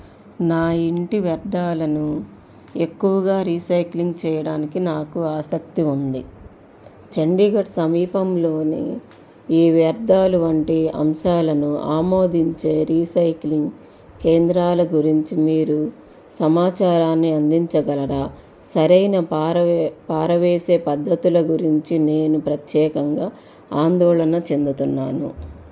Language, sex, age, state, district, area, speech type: Telugu, female, 30-45, Andhra Pradesh, Bapatla, urban, read